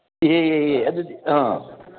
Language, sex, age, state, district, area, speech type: Manipuri, male, 60+, Manipur, Imphal East, rural, conversation